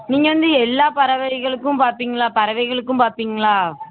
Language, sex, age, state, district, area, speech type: Tamil, female, 18-30, Tamil Nadu, Thoothukudi, urban, conversation